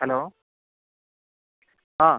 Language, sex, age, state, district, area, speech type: Malayalam, male, 30-45, Kerala, Wayanad, rural, conversation